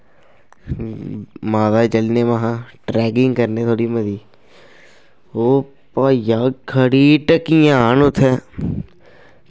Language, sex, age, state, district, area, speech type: Dogri, male, 18-30, Jammu and Kashmir, Kathua, rural, spontaneous